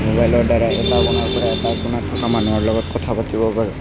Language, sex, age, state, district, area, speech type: Assamese, male, 18-30, Assam, Kamrup Metropolitan, urban, spontaneous